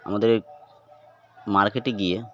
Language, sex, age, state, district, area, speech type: Bengali, male, 45-60, West Bengal, Birbhum, urban, spontaneous